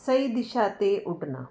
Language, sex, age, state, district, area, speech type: Punjabi, female, 45-60, Punjab, Jalandhar, urban, spontaneous